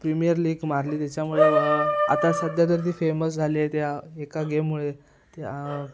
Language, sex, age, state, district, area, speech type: Marathi, male, 18-30, Maharashtra, Ratnagiri, rural, spontaneous